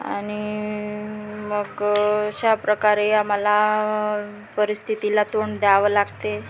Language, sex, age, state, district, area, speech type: Marathi, female, 30-45, Maharashtra, Nagpur, rural, spontaneous